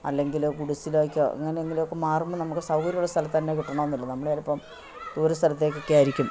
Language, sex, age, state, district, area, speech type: Malayalam, female, 45-60, Kerala, Idukki, rural, spontaneous